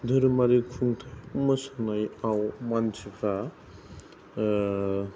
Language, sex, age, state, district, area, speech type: Bodo, male, 45-60, Assam, Kokrajhar, rural, spontaneous